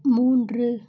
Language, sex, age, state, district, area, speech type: Tamil, female, 18-30, Tamil Nadu, Chennai, urban, read